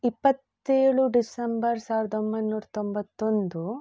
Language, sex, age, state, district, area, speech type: Kannada, female, 30-45, Karnataka, Udupi, rural, spontaneous